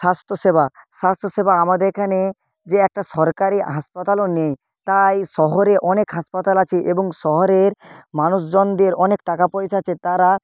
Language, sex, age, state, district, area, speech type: Bengali, male, 18-30, West Bengal, Purba Medinipur, rural, spontaneous